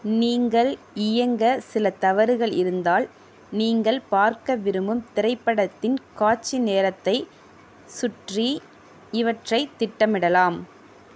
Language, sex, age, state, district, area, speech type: Tamil, female, 30-45, Tamil Nadu, Tiruvarur, rural, read